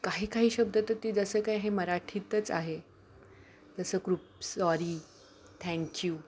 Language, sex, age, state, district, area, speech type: Marathi, female, 45-60, Maharashtra, Palghar, urban, spontaneous